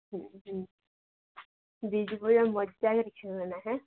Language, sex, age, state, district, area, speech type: Odia, female, 18-30, Odisha, Nuapada, urban, conversation